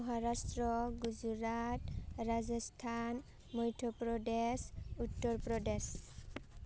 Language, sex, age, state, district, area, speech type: Bodo, female, 18-30, Assam, Baksa, rural, spontaneous